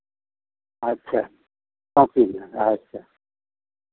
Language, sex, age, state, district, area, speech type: Hindi, male, 60+, Bihar, Madhepura, rural, conversation